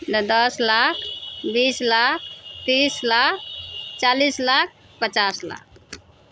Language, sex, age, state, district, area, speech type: Maithili, female, 45-60, Bihar, Araria, rural, spontaneous